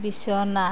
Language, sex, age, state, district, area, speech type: Assamese, female, 60+, Assam, Darrang, rural, read